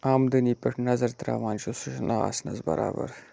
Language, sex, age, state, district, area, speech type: Kashmiri, male, 18-30, Jammu and Kashmir, Budgam, rural, spontaneous